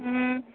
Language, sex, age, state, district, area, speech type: Odia, female, 45-60, Odisha, Sundergarh, rural, conversation